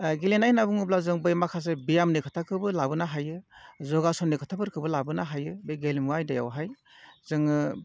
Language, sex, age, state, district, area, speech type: Bodo, male, 45-60, Assam, Udalguri, rural, spontaneous